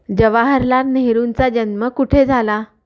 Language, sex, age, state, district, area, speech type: Marathi, female, 45-60, Maharashtra, Kolhapur, urban, read